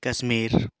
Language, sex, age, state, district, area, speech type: Santali, male, 30-45, Jharkhand, East Singhbhum, rural, spontaneous